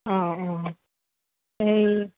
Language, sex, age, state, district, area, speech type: Assamese, female, 30-45, Assam, Udalguri, rural, conversation